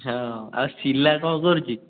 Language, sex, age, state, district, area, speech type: Odia, male, 18-30, Odisha, Puri, urban, conversation